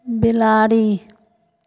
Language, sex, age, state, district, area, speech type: Maithili, female, 60+, Bihar, Madhepura, rural, read